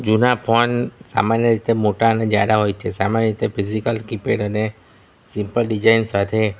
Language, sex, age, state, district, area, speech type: Gujarati, male, 30-45, Gujarat, Kheda, rural, spontaneous